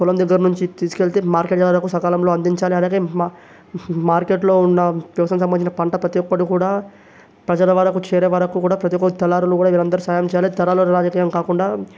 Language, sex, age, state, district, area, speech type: Telugu, male, 18-30, Telangana, Vikarabad, urban, spontaneous